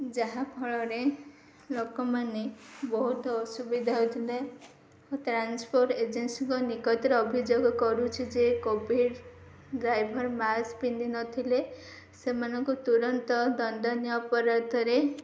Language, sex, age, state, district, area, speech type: Odia, female, 18-30, Odisha, Ganjam, urban, spontaneous